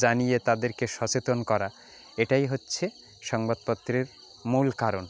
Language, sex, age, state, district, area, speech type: Bengali, male, 45-60, West Bengal, Jalpaiguri, rural, spontaneous